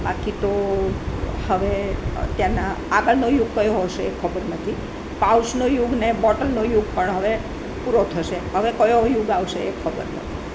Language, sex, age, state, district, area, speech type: Gujarati, female, 60+, Gujarat, Rajkot, urban, spontaneous